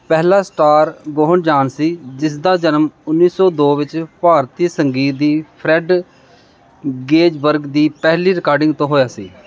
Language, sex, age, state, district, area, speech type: Punjabi, male, 45-60, Punjab, Pathankot, rural, read